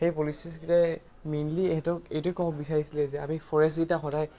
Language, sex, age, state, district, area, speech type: Assamese, male, 18-30, Assam, Charaideo, urban, spontaneous